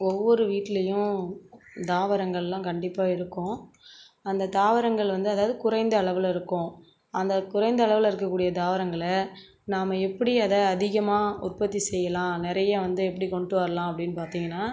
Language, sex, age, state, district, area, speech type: Tamil, female, 45-60, Tamil Nadu, Cuddalore, rural, spontaneous